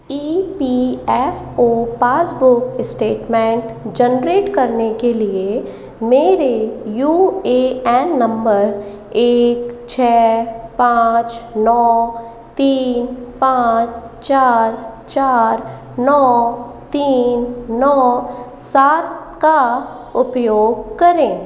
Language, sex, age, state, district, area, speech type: Hindi, female, 18-30, Rajasthan, Jaipur, urban, read